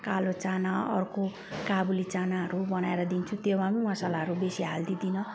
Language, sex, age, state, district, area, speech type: Nepali, female, 45-60, West Bengal, Jalpaiguri, urban, spontaneous